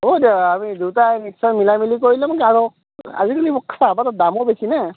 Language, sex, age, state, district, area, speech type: Assamese, male, 18-30, Assam, Morigaon, rural, conversation